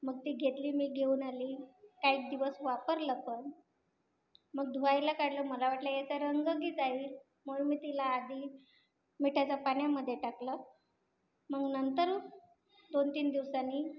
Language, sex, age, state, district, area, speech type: Marathi, female, 30-45, Maharashtra, Nagpur, urban, spontaneous